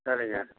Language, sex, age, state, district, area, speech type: Tamil, male, 60+, Tamil Nadu, Tiruchirappalli, rural, conversation